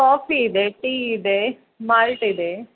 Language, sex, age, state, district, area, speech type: Kannada, female, 30-45, Karnataka, Udupi, rural, conversation